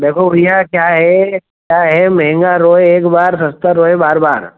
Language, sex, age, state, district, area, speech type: Hindi, male, 30-45, Madhya Pradesh, Ujjain, urban, conversation